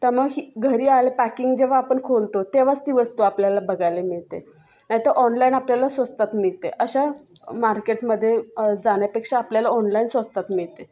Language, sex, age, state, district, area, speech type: Marathi, female, 18-30, Maharashtra, Solapur, urban, spontaneous